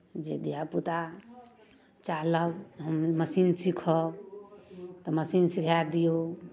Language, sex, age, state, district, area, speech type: Maithili, female, 30-45, Bihar, Darbhanga, rural, spontaneous